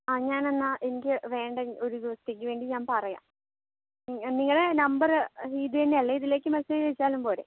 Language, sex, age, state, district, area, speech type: Malayalam, other, 18-30, Kerala, Kozhikode, urban, conversation